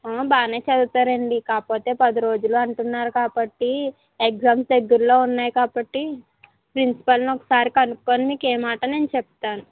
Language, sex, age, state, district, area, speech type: Telugu, female, 18-30, Andhra Pradesh, East Godavari, rural, conversation